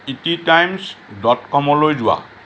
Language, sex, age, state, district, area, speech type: Assamese, male, 60+, Assam, Lakhimpur, urban, read